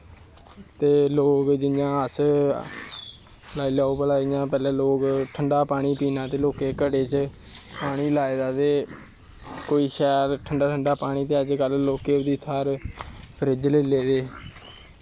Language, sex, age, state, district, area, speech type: Dogri, male, 18-30, Jammu and Kashmir, Kathua, rural, spontaneous